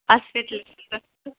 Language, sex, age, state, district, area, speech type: Kannada, female, 18-30, Karnataka, Kolar, rural, conversation